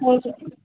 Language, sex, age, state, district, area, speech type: Marathi, female, 18-30, Maharashtra, Mumbai Suburban, urban, conversation